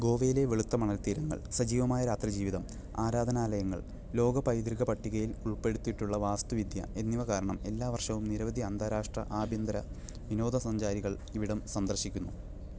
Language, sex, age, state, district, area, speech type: Malayalam, male, 18-30, Kerala, Palakkad, rural, read